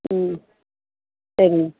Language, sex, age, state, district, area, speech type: Tamil, female, 30-45, Tamil Nadu, Vellore, urban, conversation